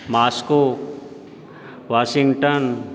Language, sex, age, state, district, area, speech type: Maithili, male, 45-60, Bihar, Supaul, urban, spontaneous